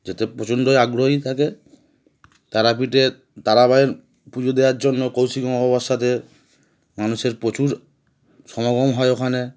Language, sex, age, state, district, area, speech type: Bengali, male, 30-45, West Bengal, Howrah, urban, spontaneous